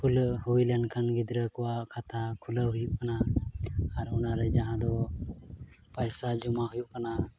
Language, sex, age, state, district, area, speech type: Santali, male, 18-30, Jharkhand, Pakur, rural, spontaneous